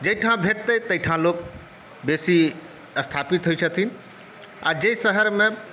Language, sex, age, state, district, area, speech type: Maithili, male, 60+, Bihar, Saharsa, urban, spontaneous